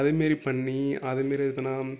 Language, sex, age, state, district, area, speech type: Tamil, male, 18-30, Tamil Nadu, Nagapattinam, urban, spontaneous